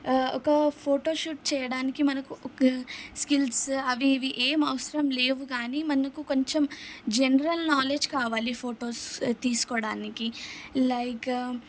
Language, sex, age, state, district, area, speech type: Telugu, female, 18-30, Telangana, Ranga Reddy, urban, spontaneous